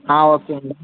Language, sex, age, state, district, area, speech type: Tamil, male, 18-30, Tamil Nadu, Tirunelveli, rural, conversation